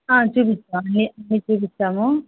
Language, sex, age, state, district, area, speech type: Telugu, female, 30-45, Andhra Pradesh, Sri Balaji, rural, conversation